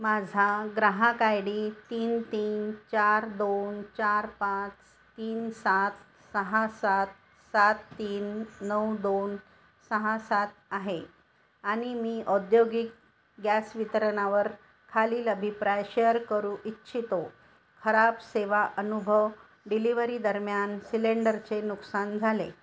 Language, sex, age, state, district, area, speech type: Marathi, female, 45-60, Maharashtra, Nagpur, urban, read